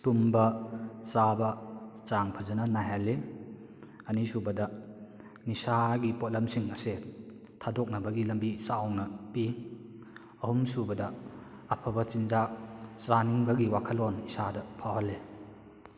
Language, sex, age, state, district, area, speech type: Manipuri, male, 30-45, Manipur, Kakching, rural, spontaneous